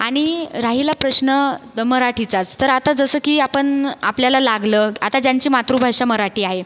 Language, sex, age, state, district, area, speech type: Marathi, female, 30-45, Maharashtra, Buldhana, rural, spontaneous